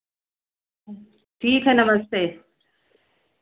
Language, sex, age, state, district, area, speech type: Hindi, female, 60+, Uttar Pradesh, Ayodhya, rural, conversation